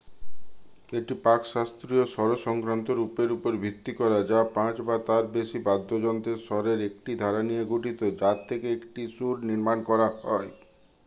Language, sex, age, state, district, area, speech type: Bengali, male, 60+, West Bengal, Purulia, rural, read